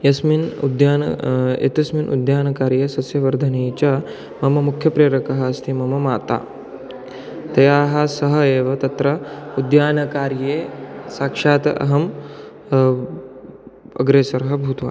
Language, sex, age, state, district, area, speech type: Sanskrit, male, 18-30, Maharashtra, Satara, rural, spontaneous